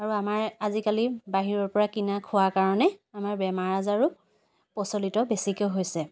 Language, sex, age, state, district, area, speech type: Assamese, female, 18-30, Assam, Sivasagar, rural, spontaneous